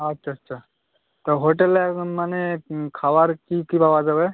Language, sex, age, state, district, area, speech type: Bengali, male, 18-30, West Bengal, Birbhum, urban, conversation